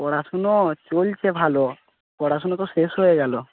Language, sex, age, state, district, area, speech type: Bengali, male, 18-30, West Bengal, South 24 Parganas, rural, conversation